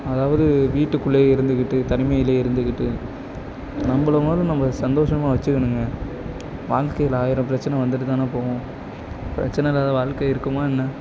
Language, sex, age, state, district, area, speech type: Tamil, male, 18-30, Tamil Nadu, Nagapattinam, rural, spontaneous